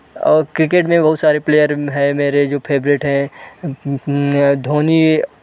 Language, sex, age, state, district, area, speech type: Hindi, male, 18-30, Madhya Pradesh, Jabalpur, urban, spontaneous